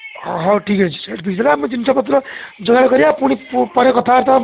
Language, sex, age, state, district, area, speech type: Odia, male, 60+, Odisha, Jharsuguda, rural, conversation